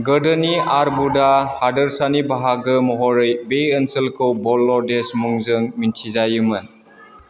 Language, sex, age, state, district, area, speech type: Bodo, male, 45-60, Assam, Chirang, urban, read